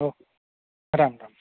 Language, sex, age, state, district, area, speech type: Sanskrit, male, 45-60, Karnataka, Udupi, rural, conversation